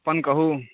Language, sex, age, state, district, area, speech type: Maithili, male, 18-30, Bihar, Saharsa, urban, conversation